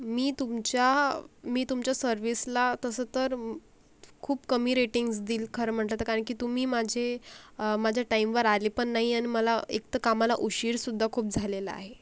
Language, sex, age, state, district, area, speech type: Marathi, female, 45-60, Maharashtra, Akola, rural, spontaneous